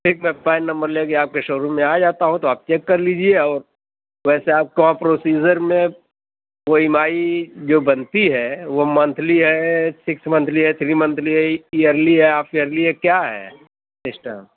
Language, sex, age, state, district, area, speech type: Urdu, male, 45-60, Uttar Pradesh, Mau, urban, conversation